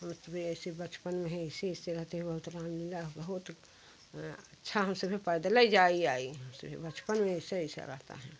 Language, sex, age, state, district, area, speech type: Hindi, female, 60+, Uttar Pradesh, Jaunpur, rural, spontaneous